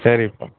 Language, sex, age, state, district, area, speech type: Tamil, male, 45-60, Tamil Nadu, Pudukkottai, rural, conversation